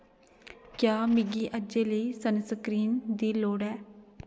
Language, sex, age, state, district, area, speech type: Dogri, female, 18-30, Jammu and Kashmir, Kathua, rural, read